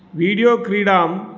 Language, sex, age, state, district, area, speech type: Sanskrit, male, 30-45, Karnataka, Dakshina Kannada, rural, spontaneous